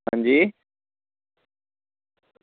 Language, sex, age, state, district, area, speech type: Dogri, male, 30-45, Jammu and Kashmir, Samba, rural, conversation